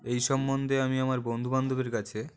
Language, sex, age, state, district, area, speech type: Bengali, male, 18-30, West Bengal, Uttar Dinajpur, urban, spontaneous